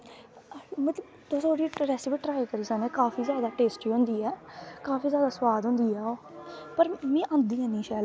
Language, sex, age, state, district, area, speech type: Dogri, female, 18-30, Jammu and Kashmir, Kathua, rural, spontaneous